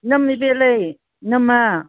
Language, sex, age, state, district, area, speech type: Manipuri, female, 60+, Manipur, Imphal East, rural, conversation